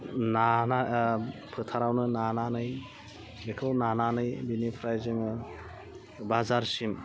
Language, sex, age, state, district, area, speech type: Bodo, female, 30-45, Assam, Udalguri, urban, spontaneous